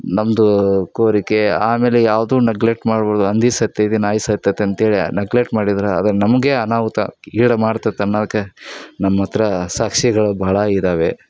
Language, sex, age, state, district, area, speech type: Kannada, male, 30-45, Karnataka, Koppal, rural, spontaneous